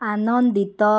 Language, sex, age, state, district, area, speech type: Odia, female, 60+, Odisha, Jajpur, rural, read